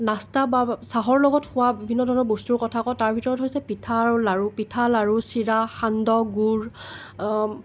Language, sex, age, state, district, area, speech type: Assamese, male, 30-45, Assam, Nalbari, rural, spontaneous